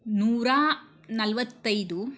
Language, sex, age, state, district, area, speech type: Kannada, female, 60+, Karnataka, Shimoga, rural, spontaneous